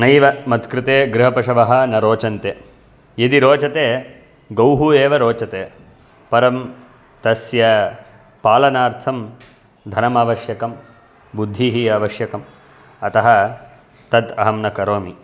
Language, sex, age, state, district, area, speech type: Sanskrit, male, 18-30, Karnataka, Bangalore Urban, urban, spontaneous